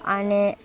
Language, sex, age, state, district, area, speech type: Nepali, female, 18-30, West Bengal, Alipurduar, urban, spontaneous